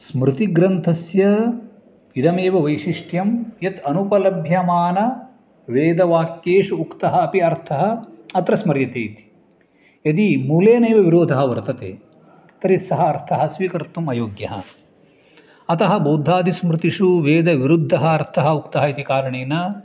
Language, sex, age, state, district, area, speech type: Sanskrit, male, 45-60, Karnataka, Uttara Kannada, urban, spontaneous